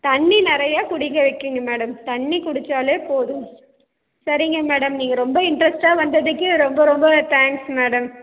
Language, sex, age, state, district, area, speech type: Tamil, female, 30-45, Tamil Nadu, Salem, rural, conversation